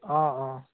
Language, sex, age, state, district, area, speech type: Assamese, male, 30-45, Assam, Golaghat, urban, conversation